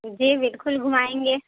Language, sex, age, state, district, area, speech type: Urdu, female, 30-45, Bihar, Khagaria, rural, conversation